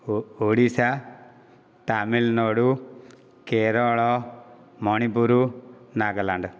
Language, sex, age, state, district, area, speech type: Odia, male, 45-60, Odisha, Dhenkanal, rural, spontaneous